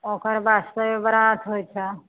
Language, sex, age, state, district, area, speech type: Maithili, female, 45-60, Bihar, Madhepura, rural, conversation